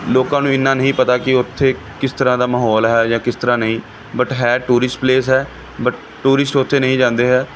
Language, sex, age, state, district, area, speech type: Punjabi, male, 30-45, Punjab, Pathankot, urban, spontaneous